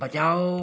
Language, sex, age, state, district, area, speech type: Hindi, male, 60+, Uttar Pradesh, Mau, rural, read